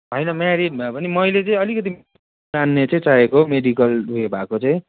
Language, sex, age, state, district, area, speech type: Nepali, male, 30-45, West Bengal, Kalimpong, rural, conversation